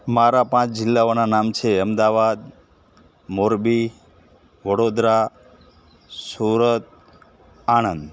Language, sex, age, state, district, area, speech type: Gujarati, male, 30-45, Gujarat, Morbi, urban, spontaneous